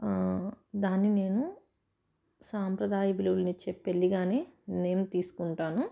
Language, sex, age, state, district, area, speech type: Telugu, female, 30-45, Telangana, Medchal, rural, spontaneous